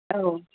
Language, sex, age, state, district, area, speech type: Bodo, female, 18-30, Assam, Kokrajhar, urban, conversation